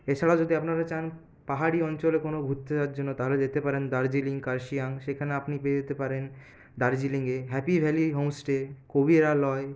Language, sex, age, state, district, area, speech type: Bengali, male, 30-45, West Bengal, Purulia, urban, spontaneous